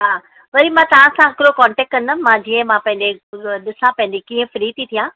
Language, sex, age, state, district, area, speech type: Sindhi, female, 45-60, Maharashtra, Mumbai Suburban, urban, conversation